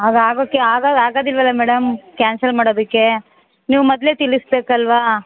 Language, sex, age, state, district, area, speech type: Kannada, female, 30-45, Karnataka, Chamarajanagar, rural, conversation